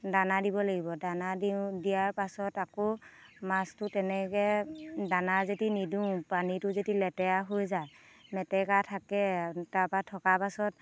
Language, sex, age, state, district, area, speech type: Assamese, female, 30-45, Assam, Dhemaji, rural, spontaneous